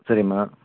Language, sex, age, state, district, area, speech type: Tamil, male, 45-60, Tamil Nadu, Erode, urban, conversation